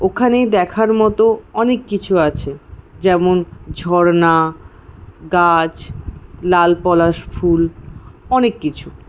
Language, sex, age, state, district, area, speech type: Bengali, female, 18-30, West Bengal, Paschim Bardhaman, rural, spontaneous